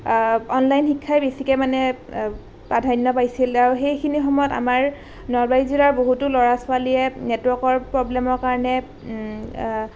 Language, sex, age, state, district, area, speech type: Assamese, female, 18-30, Assam, Nalbari, rural, spontaneous